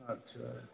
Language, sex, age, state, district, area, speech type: Bodo, male, 45-60, Assam, Chirang, urban, conversation